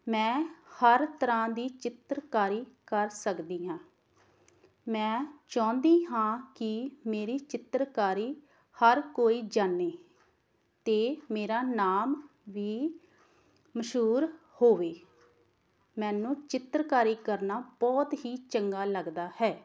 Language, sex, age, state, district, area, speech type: Punjabi, female, 18-30, Punjab, Tarn Taran, rural, spontaneous